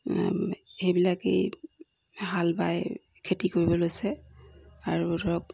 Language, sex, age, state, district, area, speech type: Assamese, female, 45-60, Assam, Jorhat, urban, spontaneous